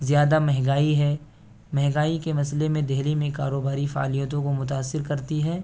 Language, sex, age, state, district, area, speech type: Urdu, male, 18-30, Delhi, East Delhi, urban, spontaneous